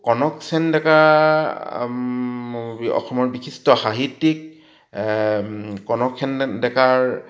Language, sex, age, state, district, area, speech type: Assamese, male, 60+, Assam, Charaideo, rural, spontaneous